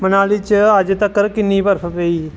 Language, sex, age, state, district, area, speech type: Dogri, male, 18-30, Jammu and Kashmir, Kathua, rural, read